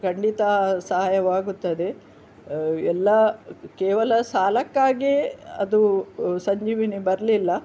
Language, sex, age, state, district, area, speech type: Kannada, female, 60+, Karnataka, Udupi, rural, spontaneous